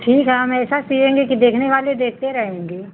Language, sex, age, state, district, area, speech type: Hindi, female, 30-45, Uttar Pradesh, Azamgarh, rural, conversation